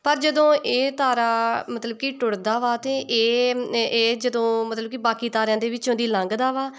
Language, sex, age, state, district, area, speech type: Punjabi, female, 18-30, Punjab, Tarn Taran, rural, spontaneous